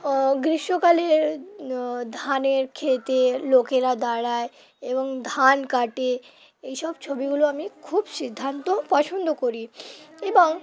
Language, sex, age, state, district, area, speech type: Bengali, female, 18-30, West Bengal, Hooghly, urban, spontaneous